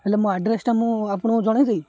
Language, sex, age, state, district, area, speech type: Odia, male, 18-30, Odisha, Ganjam, urban, spontaneous